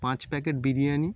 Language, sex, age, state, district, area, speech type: Bengali, male, 18-30, West Bengal, Howrah, urban, spontaneous